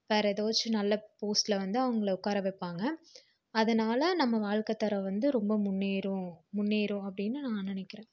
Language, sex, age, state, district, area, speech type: Tamil, female, 18-30, Tamil Nadu, Coimbatore, rural, spontaneous